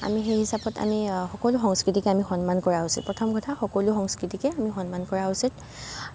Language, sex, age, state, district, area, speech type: Assamese, female, 45-60, Assam, Nagaon, rural, spontaneous